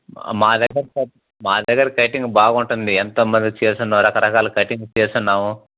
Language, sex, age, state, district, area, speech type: Telugu, male, 45-60, Andhra Pradesh, Sri Balaji, rural, conversation